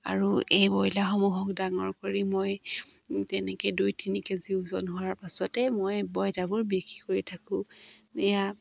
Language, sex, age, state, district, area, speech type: Assamese, female, 45-60, Assam, Dibrugarh, rural, spontaneous